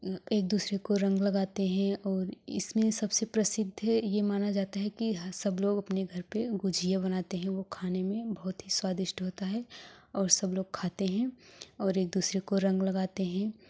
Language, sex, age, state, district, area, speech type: Hindi, female, 18-30, Uttar Pradesh, Jaunpur, urban, spontaneous